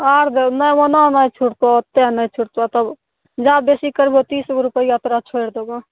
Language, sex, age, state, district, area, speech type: Maithili, female, 18-30, Bihar, Begusarai, rural, conversation